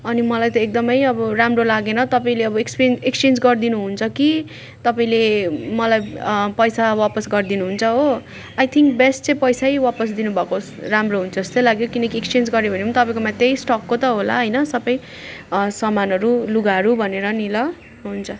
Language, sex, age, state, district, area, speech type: Nepali, female, 45-60, West Bengal, Darjeeling, rural, spontaneous